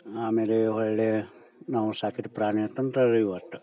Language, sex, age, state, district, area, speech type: Kannada, male, 30-45, Karnataka, Dharwad, rural, spontaneous